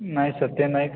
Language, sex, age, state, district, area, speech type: Marathi, male, 18-30, Maharashtra, Kolhapur, urban, conversation